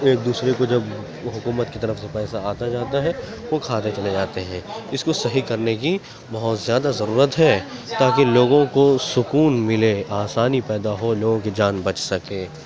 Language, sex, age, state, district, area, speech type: Urdu, male, 18-30, Uttar Pradesh, Gautam Buddha Nagar, rural, spontaneous